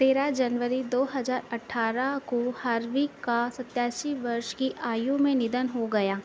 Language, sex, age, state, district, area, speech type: Hindi, female, 45-60, Madhya Pradesh, Harda, urban, read